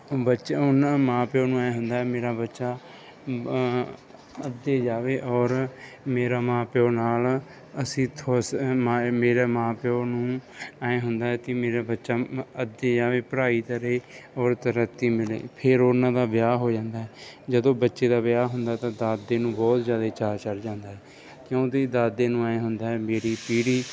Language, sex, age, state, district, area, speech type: Punjabi, male, 30-45, Punjab, Bathinda, rural, spontaneous